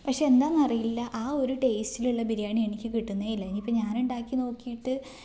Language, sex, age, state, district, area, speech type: Malayalam, female, 18-30, Kerala, Kannur, rural, spontaneous